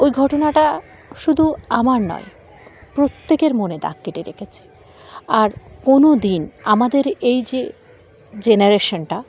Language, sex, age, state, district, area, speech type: Bengali, female, 30-45, West Bengal, Dakshin Dinajpur, urban, spontaneous